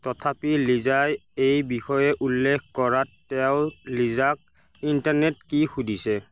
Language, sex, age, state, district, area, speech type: Assamese, male, 60+, Assam, Nagaon, rural, read